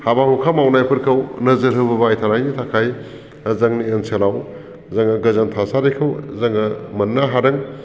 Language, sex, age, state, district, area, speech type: Bodo, male, 45-60, Assam, Baksa, urban, spontaneous